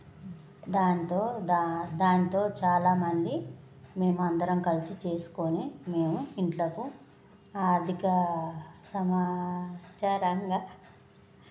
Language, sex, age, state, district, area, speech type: Telugu, female, 30-45, Telangana, Jagtial, rural, spontaneous